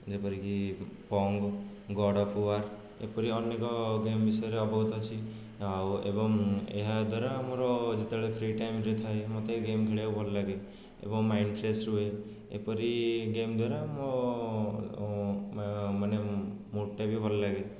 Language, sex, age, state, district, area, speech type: Odia, male, 18-30, Odisha, Khordha, rural, spontaneous